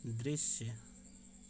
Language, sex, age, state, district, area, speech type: Hindi, male, 30-45, Uttar Pradesh, Azamgarh, rural, read